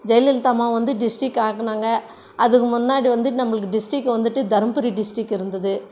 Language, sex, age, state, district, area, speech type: Tamil, female, 60+, Tamil Nadu, Krishnagiri, rural, spontaneous